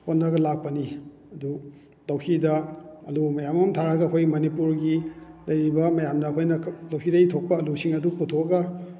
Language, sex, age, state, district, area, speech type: Manipuri, male, 45-60, Manipur, Kakching, rural, spontaneous